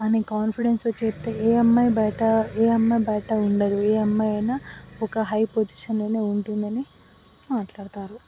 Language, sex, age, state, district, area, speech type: Telugu, female, 18-30, Telangana, Vikarabad, rural, spontaneous